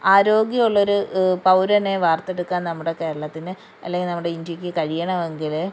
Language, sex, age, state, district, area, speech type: Malayalam, female, 30-45, Kerala, Kollam, rural, spontaneous